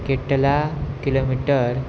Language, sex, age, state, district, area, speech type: Gujarati, male, 18-30, Gujarat, Kheda, rural, spontaneous